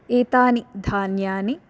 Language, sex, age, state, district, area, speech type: Sanskrit, female, 18-30, Karnataka, Dakshina Kannada, urban, spontaneous